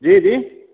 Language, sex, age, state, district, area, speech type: Sindhi, male, 30-45, Gujarat, Surat, urban, conversation